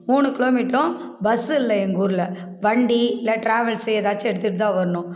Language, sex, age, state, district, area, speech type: Tamil, female, 45-60, Tamil Nadu, Kallakurichi, rural, spontaneous